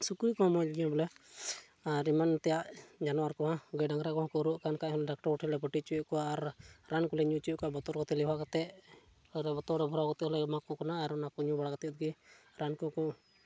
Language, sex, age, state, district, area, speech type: Santali, male, 18-30, Jharkhand, Pakur, rural, spontaneous